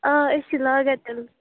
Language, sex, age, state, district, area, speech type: Kashmiri, female, 30-45, Jammu and Kashmir, Bandipora, rural, conversation